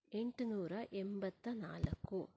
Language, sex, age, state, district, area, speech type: Kannada, female, 30-45, Karnataka, Shimoga, rural, spontaneous